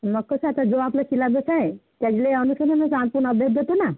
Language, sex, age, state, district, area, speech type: Marathi, female, 45-60, Maharashtra, Washim, rural, conversation